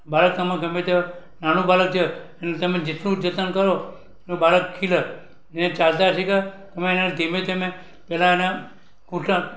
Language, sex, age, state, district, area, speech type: Gujarati, male, 60+, Gujarat, Valsad, rural, spontaneous